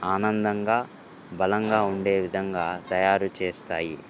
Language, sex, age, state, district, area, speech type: Telugu, male, 18-30, Andhra Pradesh, Guntur, urban, spontaneous